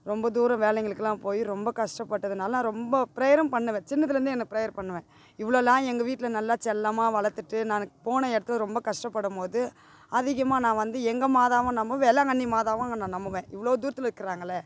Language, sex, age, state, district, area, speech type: Tamil, female, 45-60, Tamil Nadu, Tiruvannamalai, rural, spontaneous